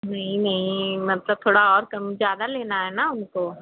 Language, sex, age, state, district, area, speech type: Hindi, female, 30-45, Uttar Pradesh, Azamgarh, urban, conversation